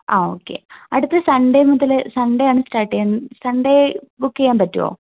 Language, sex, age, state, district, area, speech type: Malayalam, female, 18-30, Kerala, Wayanad, rural, conversation